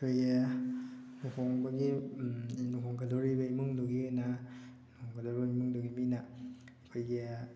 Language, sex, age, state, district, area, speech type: Manipuri, male, 18-30, Manipur, Thoubal, rural, spontaneous